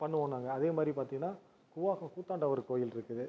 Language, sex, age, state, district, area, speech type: Tamil, male, 30-45, Tamil Nadu, Viluppuram, urban, spontaneous